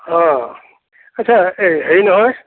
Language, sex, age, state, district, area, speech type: Assamese, male, 60+, Assam, Nagaon, rural, conversation